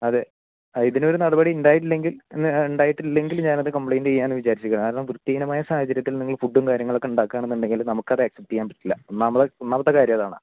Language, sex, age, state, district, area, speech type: Malayalam, male, 45-60, Kerala, Wayanad, rural, conversation